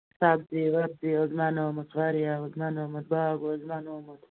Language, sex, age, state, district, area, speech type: Kashmiri, female, 45-60, Jammu and Kashmir, Ganderbal, rural, conversation